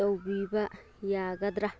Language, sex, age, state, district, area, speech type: Manipuri, female, 30-45, Manipur, Churachandpur, rural, read